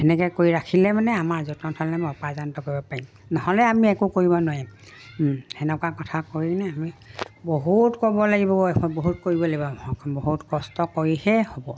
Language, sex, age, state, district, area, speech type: Assamese, female, 60+, Assam, Dibrugarh, rural, spontaneous